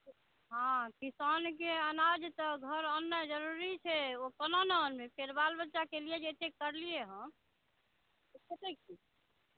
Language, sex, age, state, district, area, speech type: Maithili, female, 60+, Bihar, Saharsa, rural, conversation